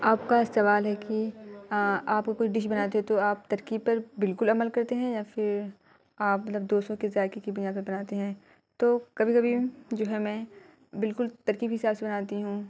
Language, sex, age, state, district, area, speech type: Urdu, female, 45-60, Uttar Pradesh, Aligarh, rural, spontaneous